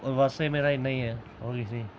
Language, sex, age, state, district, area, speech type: Dogri, male, 18-30, Jammu and Kashmir, Jammu, urban, spontaneous